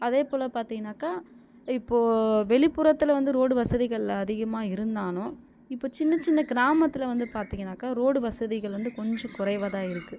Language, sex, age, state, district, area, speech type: Tamil, female, 30-45, Tamil Nadu, Viluppuram, urban, spontaneous